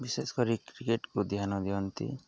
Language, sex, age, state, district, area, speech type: Odia, male, 18-30, Odisha, Nuapada, urban, spontaneous